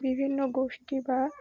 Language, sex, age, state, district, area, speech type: Bengali, female, 18-30, West Bengal, Uttar Dinajpur, urban, spontaneous